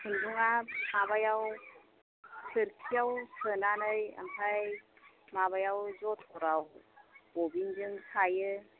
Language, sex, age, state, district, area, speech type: Bodo, female, 45-60, Assam, Kokrajhar, urban, conversation